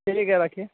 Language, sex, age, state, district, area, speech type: Hindi, male, 18-30, Bihar, Vaishali, rural, conversation